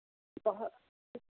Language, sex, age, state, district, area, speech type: Hindi, female, 60+, Uttar Pradesh, Sitapur, rural, conversation